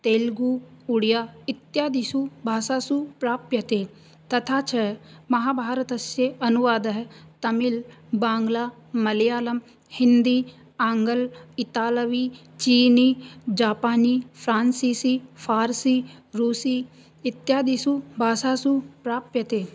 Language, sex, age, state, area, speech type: Sanskrit, female, 18-30, Rajasthan, rural, spontaneous